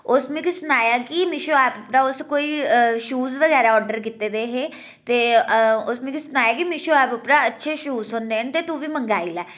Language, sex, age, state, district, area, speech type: Dogri, female, 18-30, Jammu and Kashmir, Udhampur, rural, spontaneous